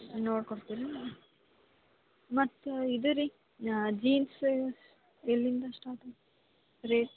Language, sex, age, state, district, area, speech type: Kannada, female, 18-30, Karnataka, Gadag, urban, conversation